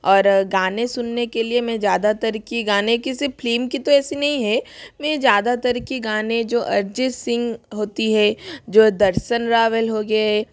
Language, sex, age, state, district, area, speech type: Hindi, female, 18-30, Rajasthan, Jodhpur, rural, spontaneous